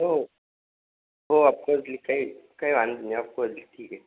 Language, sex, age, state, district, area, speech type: Marathi, male, 18-30, Maharashtra, Akola, rural, conversation